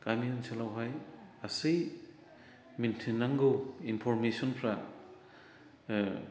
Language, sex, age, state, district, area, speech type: Bodo, male, 45-60, Assam, Chirang, rural, spontaneous